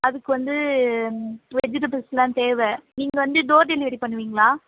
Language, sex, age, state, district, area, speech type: Tamil, female, 30-45, Tamil Nadu, Cuddalore, rural, conversation